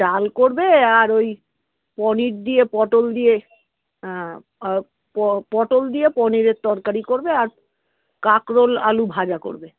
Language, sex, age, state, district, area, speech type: Bengali, female, 45-60, West Bengal, Kolkata, urban, conversation